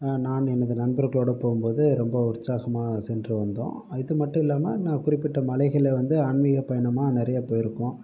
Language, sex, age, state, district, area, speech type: Tamil, male, 45-60, Tamil Nadu, Pudukkottai, rural, spontaneous